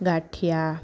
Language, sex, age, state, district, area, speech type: Gujarati, female, 30-45, Gujarat, Narmada, urban, spontaneous